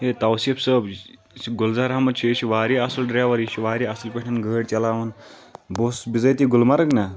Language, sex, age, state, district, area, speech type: Kashmiri, male, 18-30, Jammu and Kashmir, Kulgam, rural, spontaneous